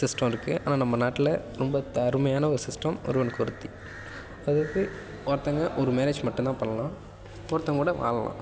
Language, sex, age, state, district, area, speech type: Tamil, male, 18-30, Tamil Nadu, Nagapattinam, urban, spontaneous